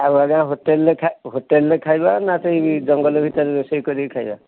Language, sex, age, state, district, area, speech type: Odia, male, 45-60, Odisha, Kendujhar, urban, conversation